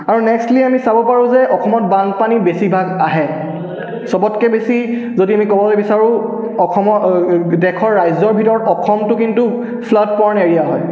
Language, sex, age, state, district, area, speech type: Assamese, male, 18-30, Assam, Charaideo, urban, spontaneous